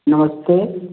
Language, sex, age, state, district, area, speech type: Hindi, male, 30-45, Uttar Pradesh, Prayagraj, rural, conversation